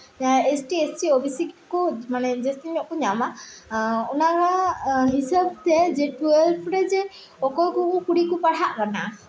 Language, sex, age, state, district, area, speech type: Santali, female, 18-30, West Bengal, Malda, rural, spontaneous